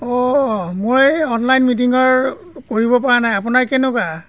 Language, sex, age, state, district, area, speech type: Assamese, male, 60+, Assam, Golaghat, rural, spontaneous